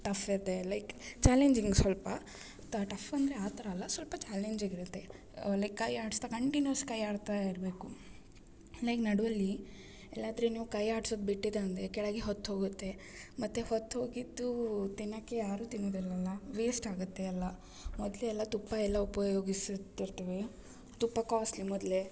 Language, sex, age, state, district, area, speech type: Kannada, female, 18-30, Karnataka, Gulbarga, urban, spontaneous